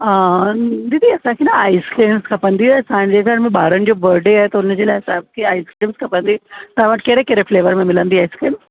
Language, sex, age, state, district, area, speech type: Sindhi, female, 45-60, Uttar Pradesh, Lucknow, rural, conversation